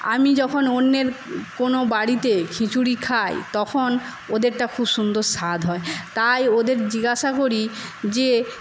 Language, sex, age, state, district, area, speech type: Bengali, female, 60+, West Bengal, Paschim Medinipur, rural, spontaneous